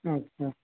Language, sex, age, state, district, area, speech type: Hindi, male, 30-45, Rajasthan, Bharatpur, rural, conversation